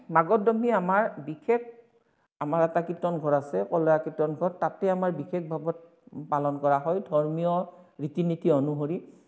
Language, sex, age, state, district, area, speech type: Assamese, female, 45-60, Assam, Barpeta, rural, spontaneous